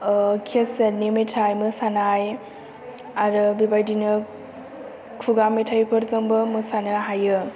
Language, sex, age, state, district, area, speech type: Bodo, female, 18-30, Assam, Chirang, urban, spontaneous